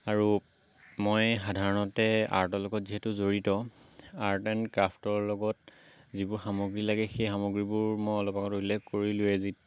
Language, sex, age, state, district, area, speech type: Assamese, male, 18-30, Assam, Lakhimpur, rural, spontaneous